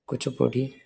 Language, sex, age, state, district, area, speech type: Sanskrit, male, 18-30, Karnataka, Haveri, urban, spontaneous